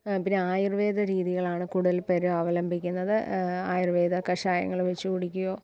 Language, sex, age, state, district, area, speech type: Malayalam, female, 30-45, Kerala, Kottayam, rural, spontaneous